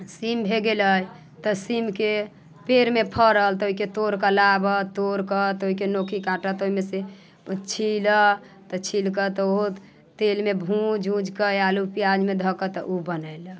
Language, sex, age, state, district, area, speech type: Maithili, female, 30-45, Bihar, Muzaffarpur, rural, spontaneous